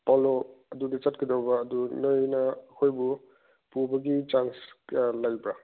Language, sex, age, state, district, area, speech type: Manipuri, male, 45-60, Manipur, Chandel, rural, conversation